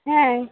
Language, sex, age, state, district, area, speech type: Bengali, female, 30-45, West Bengal, Darjeeling, urban, conversation